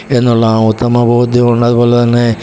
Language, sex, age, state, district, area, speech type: Malayalam, male, 60+, Kerala, Pathanamthitta, rural, spontaneous